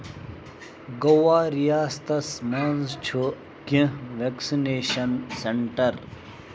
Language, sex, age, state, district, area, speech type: Kashmiri, male, 30-45, Jammu and Kashmir, Bandipora, rural, read